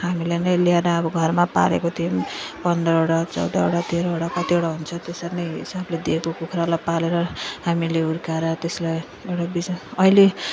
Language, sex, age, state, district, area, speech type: Nepali, female, 30-45, West Bengal, Jalpaiguri, rural, spontaneous